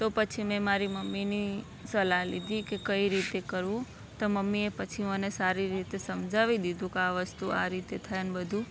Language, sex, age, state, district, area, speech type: Gujarati, female, 18-30, Gujarat, Anand, urban, spontaneous